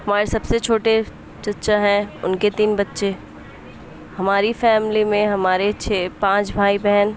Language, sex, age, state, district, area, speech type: Urdu, female, 18-30, Uttar Pradesh, Mau, urban, spontaneous